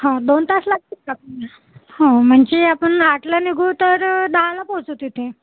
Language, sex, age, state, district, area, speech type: Marathi, female, 18-30, Maharashtra, Wardha, rural, conversation